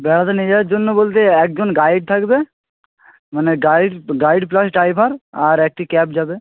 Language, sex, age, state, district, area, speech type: Bengali, male, 18-30, West Bengal, Jhargram, rural, conversation